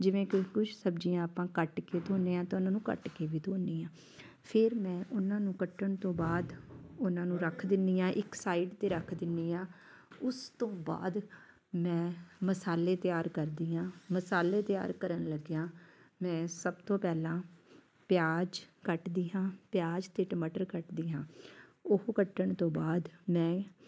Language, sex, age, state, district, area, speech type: Punjabi, female, 45-60, Punjab, Fatehgarh Sahib, urban, spontaneous